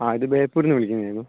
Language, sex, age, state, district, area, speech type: Malayalam, male, 30-45, Kerala, Kozhikode, urban, conversation